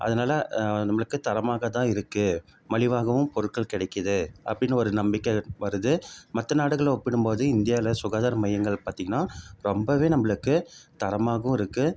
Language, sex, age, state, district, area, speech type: Tamil, male, 30-45, Tamil Nadu, Salem, urban, spontaneous